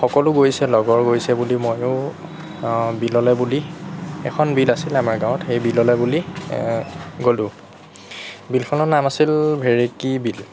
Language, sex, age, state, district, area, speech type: Assamese, male, 18-30, Assam, Lakhimpur, rural, spontaneous